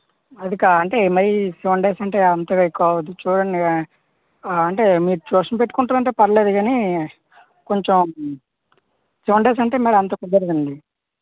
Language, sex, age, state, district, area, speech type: Telugu, male, 45-60, Andhra Pradesh, Vizianagaram, rural, conversation